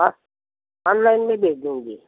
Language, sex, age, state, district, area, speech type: Hindi, female, 60+, Madhya Pradesh, Bhopal, urban, conversation